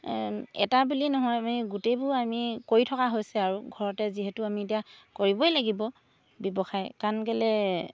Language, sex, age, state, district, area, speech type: Assamese, female, 30-45, Assam, Charaideo, rural, spontaneous